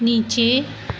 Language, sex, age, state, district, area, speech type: Hindi, female, 30-45, Madhya Pradesh, Chhindwara, urban, read